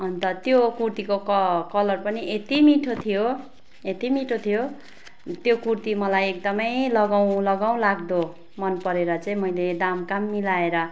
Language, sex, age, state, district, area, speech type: Nepali, female, 30-45, West Bengal, Darjeeling, rural, spontaneous